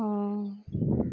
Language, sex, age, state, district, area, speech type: Urdu, female, 18-30, Bihar, Madhubani, rural, spontaneous